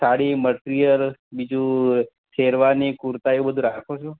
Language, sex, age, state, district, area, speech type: Gujarati, male, 30-45, Gujarat, Valsad, urban, conversation